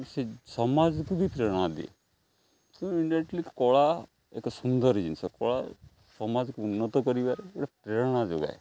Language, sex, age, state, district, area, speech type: Odia, male, 45-60, Odisha, Jagatsinghpur, urban, spontaneous